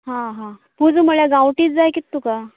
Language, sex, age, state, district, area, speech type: Goan Konkani, female, 30-45, Goa, Canacona, rural, conversation